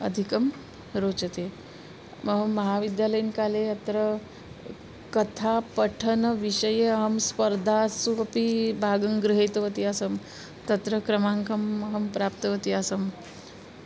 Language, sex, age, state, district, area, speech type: Sanskrit, female, 45-60, Maharashtra, Nagpur, urban, spontaneous